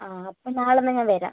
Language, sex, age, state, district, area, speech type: Malayalam, female, 45-60, Kerala, Kozhikode, urban, conversation